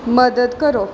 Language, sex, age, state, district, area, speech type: Punjabi, female, 18-30, Punjab, Pathankot, urban, read